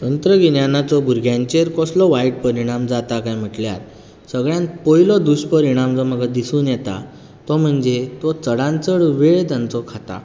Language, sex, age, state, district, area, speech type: Goan Konkani, male, 18-30, Goa, Bardez, urban, spontaneous